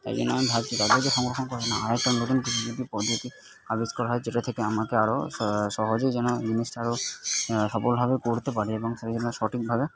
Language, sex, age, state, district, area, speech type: Bengali, male, 30-45, West Bengal, Purba Bardhaman, urban, spontaneous